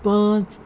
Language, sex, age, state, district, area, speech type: Kashmiri, female, 30-45, Jammu and Kashmir, Srinagar, urban, read